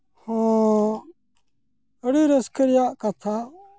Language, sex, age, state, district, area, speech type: Santali, male, 45-60, West Bengal, Malda, rural, spontaneous